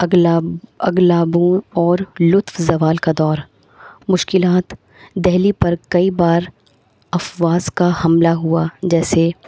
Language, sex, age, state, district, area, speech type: Urdu, female, 30-45, Delhi, North East Delhi, urban, spontaneous